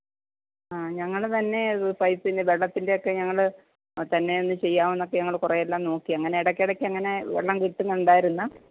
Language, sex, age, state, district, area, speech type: Malayalam, female, 45-60, Kerala, Pathanamthitta, rural, conversation